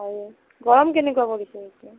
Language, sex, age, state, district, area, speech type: Assamese, female, 30-45, Assam, Nagaon, rural, conversation